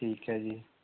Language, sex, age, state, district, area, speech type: Punjabi, male, 18-30, Punjab, Fazilka, rural, conversation